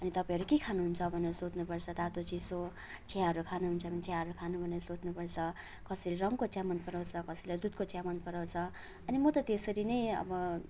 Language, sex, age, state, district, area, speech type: Nepali, female, 18-30, West Bengal, Darjeeling, rural, spontaneous